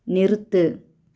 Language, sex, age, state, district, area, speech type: Tamil, female, 18-30, Tamil Nadu, Virudhunagar, rural, read